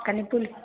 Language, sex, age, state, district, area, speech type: Maithili, female, 18-30, Bihar, Samastipur, rural, conversation